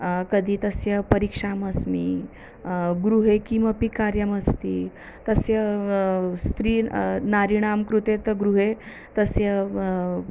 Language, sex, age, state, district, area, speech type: Sanskrit, female, 30-45, Maharashtra, Nagpur, urban, spontaneous